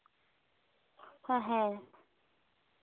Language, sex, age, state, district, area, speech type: Santali, female, 18-30, West Bengal, Bankura, rural, conversation